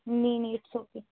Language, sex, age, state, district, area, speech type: Urdu, female, 18-30, Delhi, North West Delhi, urban, conversation